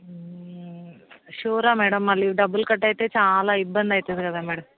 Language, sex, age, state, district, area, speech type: Telugu, female, 45-60, Telangana, Hyderabad, urban, conversation